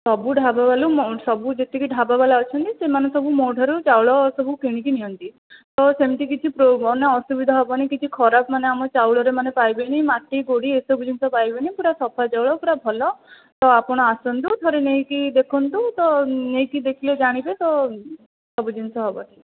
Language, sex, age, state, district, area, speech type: Odia, female, 18-30, Odisha, Jajpur, rural, conversation